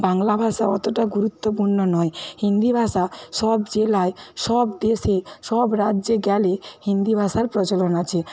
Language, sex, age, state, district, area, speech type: Bengali, female, 60+, West Bengal, Paschim Medinipur, rural, spontaneous